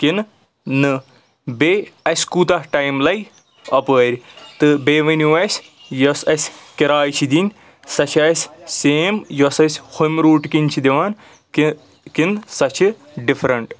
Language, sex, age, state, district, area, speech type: Kashmiri, male, 30-45, Jammu and Kashmir, Anantnag, rural, spontaneous